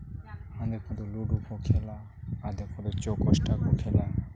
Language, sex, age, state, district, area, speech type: Santali, male, 30-45, Jharkhand, East Singhbhum, rural, spontaneous